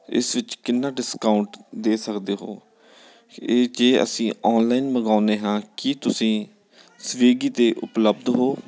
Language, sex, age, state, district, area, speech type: Punjabi, male, 30-45, Punjab, Bathinda, urban, spontaneous